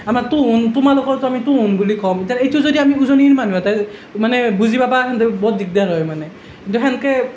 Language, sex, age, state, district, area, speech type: Assamese, male, 18-30, Assam, Nalbari, rural, spontaneous